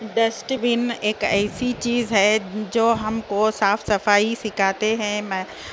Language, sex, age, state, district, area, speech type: Urdu, female, 60+, Telangana, Hyderabad, urban, spontaneous